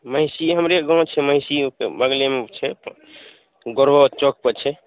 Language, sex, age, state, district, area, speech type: Maithili, male, 18-30, Bihar, Saharsa, rural, conversation